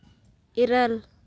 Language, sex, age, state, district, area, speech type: Santali, female, 30-45, Jharkhand, Seraikela Kharsawan, rural, read